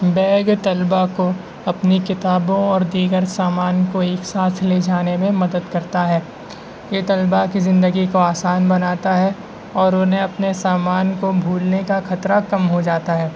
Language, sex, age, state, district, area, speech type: Urdu, male, 60+, Maharashtra, Nashik, urban, spontaneous